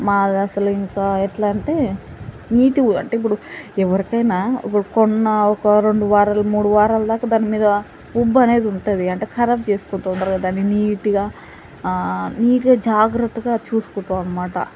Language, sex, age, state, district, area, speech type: Telugu, female, 18-30, Telangana, Mahbubnagar, rural, spontaneous